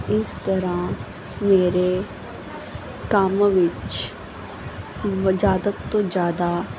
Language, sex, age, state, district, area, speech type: Punjabi, female, 18-30, Punjab, Muktsar, urban, spontaneous